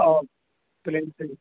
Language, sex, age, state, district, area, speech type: Urdu, male, 30-45, Delhi, Central Delhi, urban, conversation